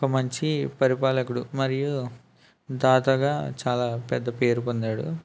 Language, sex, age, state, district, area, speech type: Telugu, male, 60+, Andhra Pradesh, East Godavari, rural, spontaneous